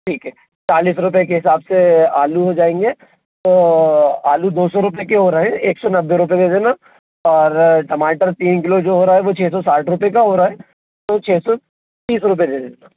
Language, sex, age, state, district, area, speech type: Hindi, male, 18-30, Madhya Pradesh, Jabalpur, urban, conversation